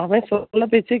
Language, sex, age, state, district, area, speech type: Tamil, female, 30-45, Tamil Nadu, Theni, rural, conversation